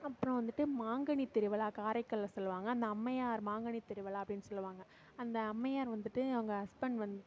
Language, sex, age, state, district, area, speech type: Tamil, female, 18-30, Tamil Nadu, Mayiladuthurai, rural, spontaneous